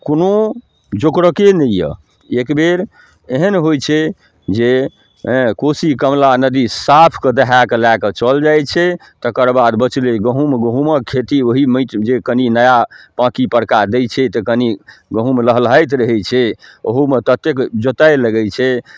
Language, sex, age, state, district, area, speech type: Maithili, male, 45-60, Bihar, Darbhanga, rural, spontaneous